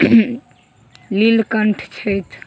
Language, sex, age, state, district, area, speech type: Maithili, female, 45-60, Bihar, Samastipur, urban, spontaneous